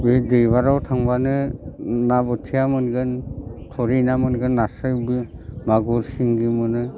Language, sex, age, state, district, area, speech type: Bodo, male, 60+, Assam, Udalguri, rural, spontaneous